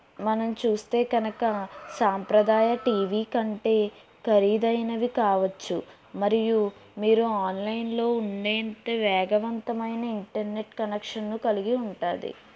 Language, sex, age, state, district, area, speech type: Telugu, female, 18-30, Andhra Pradesh, East Godavari, urban, spontaneous